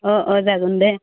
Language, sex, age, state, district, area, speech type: Bodo, female, 30-45, Assam, Udalguri, urban, conversation